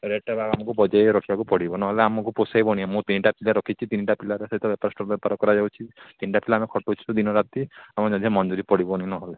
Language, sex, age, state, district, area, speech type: Odia, male, 30-45, Odisha, Sambalpur, rural, conversation